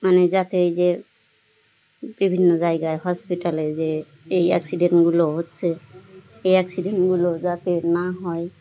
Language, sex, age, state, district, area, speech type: Bengali, female, 30-45, West Bengal, Birbhum, urban, spontaneous